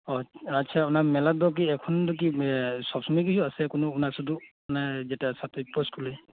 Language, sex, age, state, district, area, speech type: Santali, male, 30-45, West Bengal, Birbhum, rural, conversation